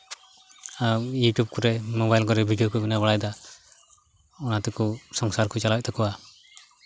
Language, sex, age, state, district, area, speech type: Santali, male, 30-45, West Bengal, Malda, rural, spontaneous